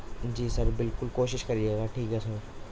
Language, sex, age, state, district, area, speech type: Urdu, male, 18-30, Delhi, East Delhi, rural, spontaneous